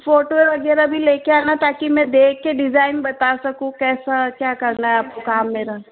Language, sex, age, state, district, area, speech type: Hindi, female, 30-45, Rajasthan, Jaipur, urban, conversation